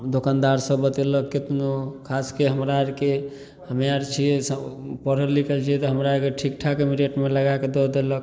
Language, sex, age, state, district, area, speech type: Maithili, male, 18-30, Bihar, Samastipur, urban, spontaneous